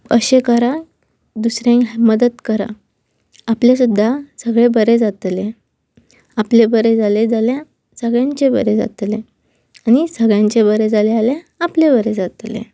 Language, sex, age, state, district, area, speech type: Goan Konkani, female, 18-30, Goa, Pernem, rural, spontaneous